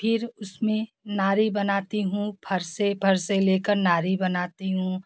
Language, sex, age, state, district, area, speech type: Hindi, female, 30-45, Uttar Pradesh, Jaunpur, rural, spontaneous